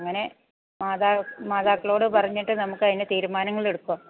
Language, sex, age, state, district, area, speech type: Malayalam, female, 60+, Kerala, Idukki, rural, conversation